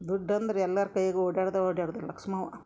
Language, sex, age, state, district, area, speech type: Kannada, female, 60+, Karnataka, Gadag, urban, spontaneous